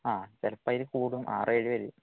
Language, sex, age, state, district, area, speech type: Malayalam, male, 18-30, Kerala, Wayanad, rural, conversation